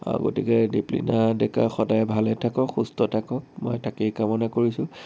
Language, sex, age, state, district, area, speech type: Assamese, male, 18-30, Assam, Nagaon, rural, spontaneous